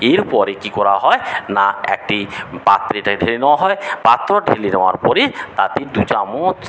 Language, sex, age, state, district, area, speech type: Bengali, male, 45-60, West Bengal, Paschim Medinipur, rural, spontaneous